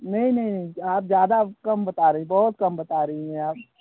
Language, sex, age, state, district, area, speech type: Hindi, male, 18-30, Uttar Pradesh, Prayagraj, urban, conversation